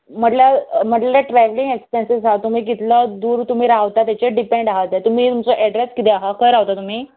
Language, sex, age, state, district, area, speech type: Goan Konkani, female, 18-30, Goa, Murmgao, urban, conversation